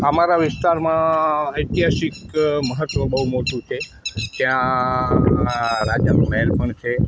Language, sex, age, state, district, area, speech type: Gujarati, male, 60+, Gujarat, Morbi, rural, spontaneous